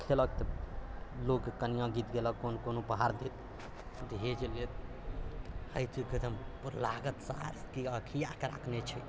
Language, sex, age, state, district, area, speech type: Maithili, male, 60+, Bihar, Purnia, urban, spontaneous